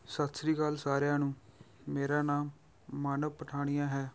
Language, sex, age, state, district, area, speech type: Punjabi, male, 18-30, Punjab, Pathankot, urban, spontaneous